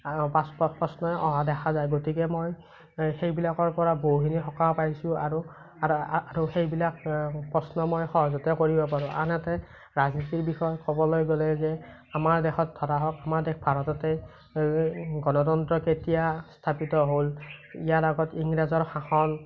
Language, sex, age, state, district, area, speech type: Assamese, male, 30-45, Assam, Morigaon, rural, spontaneous